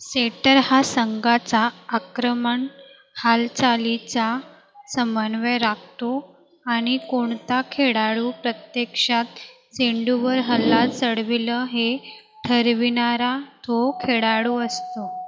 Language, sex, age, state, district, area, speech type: Marathi, female, 18-30, Maharashtra, Nagpur, urban, read